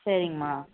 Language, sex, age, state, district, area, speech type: Tamil, female, 18-30, Tamil Nadu, Namakkal, rural, conversation